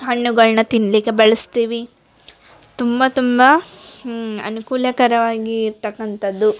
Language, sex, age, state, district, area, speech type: Kannada, female, 18-30, Karnataka, Koppal, rural, spontaneous